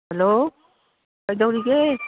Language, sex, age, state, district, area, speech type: Manipuri, female, 60+, Manipur, Imphal East, rural, conversation